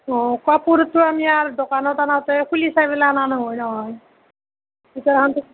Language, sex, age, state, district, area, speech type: Assamese, female, 30-45, Assam, Nalbari, rural, conversation